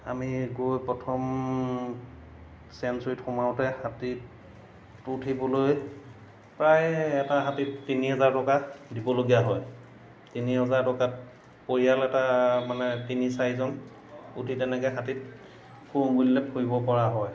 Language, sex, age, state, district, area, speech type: Assamese, male, 45-60, Assam, Golaghat, urban, spontaneous